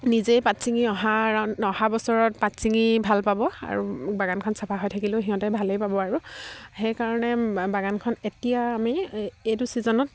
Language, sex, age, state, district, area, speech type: Assamese, female, 18-30, Assam, Sivasagar, rural, spontaneous